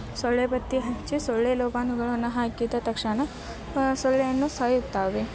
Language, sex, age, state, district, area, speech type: Kannada, female, 18-30, Karnataka, Gadag, urban, spontaneous